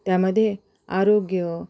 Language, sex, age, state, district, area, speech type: Marathi, female, 30-45, Maharashtra, Ahmednagar, urban, spontaneous